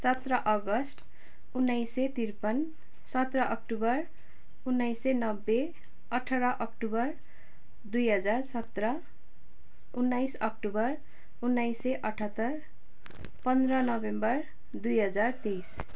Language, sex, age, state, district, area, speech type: Nepali, female, 30-45, West Bengal, Darjeeling, rural, spontaneous